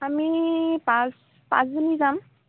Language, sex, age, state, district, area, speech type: Assamese, female, 18-30, Assam, Dhemaji, urban, conversation